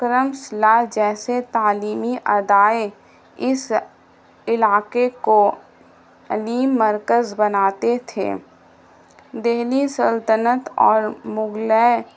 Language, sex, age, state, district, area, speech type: Urdu, female, 18-30, Bihar, Gaya, urban, spontaneous